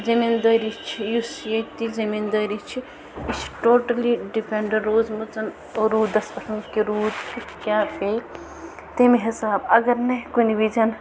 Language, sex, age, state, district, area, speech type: Kashmiri, female, 30-45, Jammu and Kashmir, Bandipora, rural, spontaneous